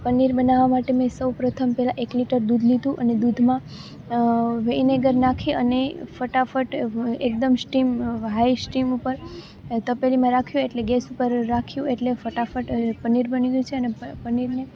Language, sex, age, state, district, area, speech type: Gujarati, female, 18-30, Gujarat, Junagadh, rural, spontaneous